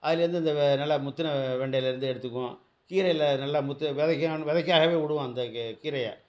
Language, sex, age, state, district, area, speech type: Tamil, male, 60+, Tamil Nadu, Thanjavur, rural, spontaneous